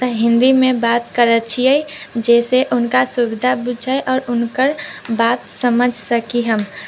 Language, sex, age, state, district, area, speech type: Maithili, female, 18-30, Bihar, Muzaffarpur, rural, spontaneous